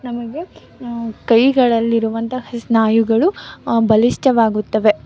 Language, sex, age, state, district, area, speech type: Kannada, female, 18-30, Karnataka, Mysore, rural, spontaneous